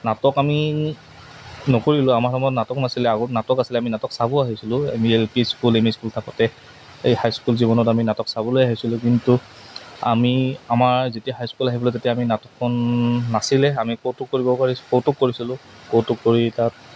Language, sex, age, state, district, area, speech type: Assamese, male, 30-45, Assam, Goalpara, rural, spontaneous